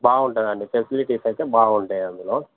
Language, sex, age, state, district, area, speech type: Telugu, male, 18-30, Telangana, Jangaon, rural, conversation